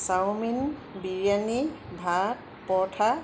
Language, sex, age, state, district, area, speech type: Assamese, female, 30-45, Assam, Golaghat, urban, spontaneous